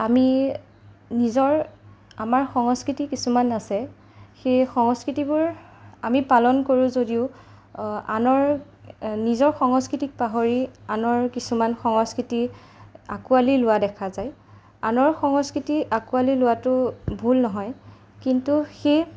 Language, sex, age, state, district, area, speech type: Assamese, female, 30-45, Assam, Darrang, rural, spontaneous